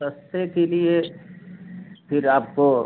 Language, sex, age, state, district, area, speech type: Hindi, male, 45-60, Uttar Pradesh, Mau, rural, conversation